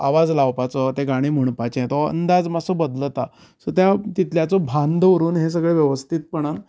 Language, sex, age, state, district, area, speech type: Goan Konkani, male, 30-45, Goa, Canacona, rural, spontaneous